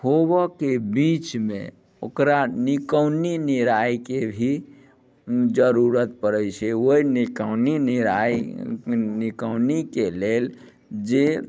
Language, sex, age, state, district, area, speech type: Maithili, male, 45-60, Bihar, Muzaffarpur, urban, spontaneous